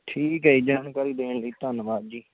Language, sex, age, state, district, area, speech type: Punjabi, male, 18-30, Punjab, Mohali, rural, conversation